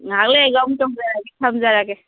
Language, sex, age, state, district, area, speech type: Manipuri, female, 45-60, Manipur, Kangpokpi, urban, conversation